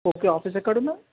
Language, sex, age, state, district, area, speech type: Telugu, male, 18-30, Telangana, Hyderabad, urban, conversation